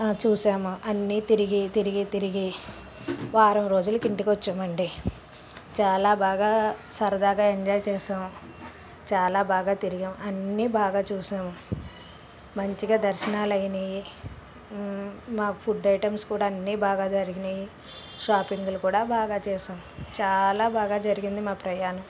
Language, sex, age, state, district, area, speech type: Telugu, female, 30-45, Andhra Pradesh, Palnadu, rural, spontaneous